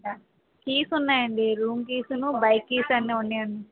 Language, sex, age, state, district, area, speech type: Telugu, female, 30-45, Andhra Pradesh, Vizianagaram, urban, conversation